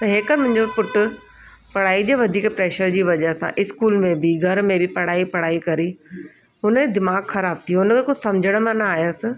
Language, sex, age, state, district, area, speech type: Sindhi, female, 30-45, Delhi, South Delhi, urban, spontaneous